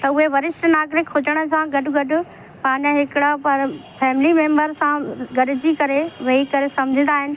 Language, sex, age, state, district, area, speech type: Sindhi, female, 45-60, Uttar Pradesh, Lucknow, urban, spontaneous